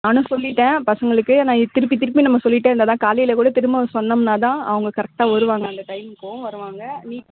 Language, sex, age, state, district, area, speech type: Tamil, female, 30-45, Tamil Nadu, Vellore, urban, conversation